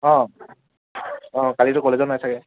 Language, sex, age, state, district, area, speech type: Assamese, male, 18-30, Assam, Tinsukia, urban, conversation